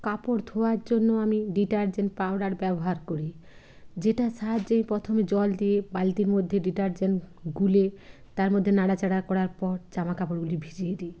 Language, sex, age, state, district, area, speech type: Bengali, female, 60+, West Bengal, Bankura, urban, spontaneous